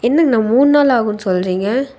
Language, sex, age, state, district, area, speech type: Tamil, female, 18-30, Tamil Nadu, Tiruppur, rural, spontaneous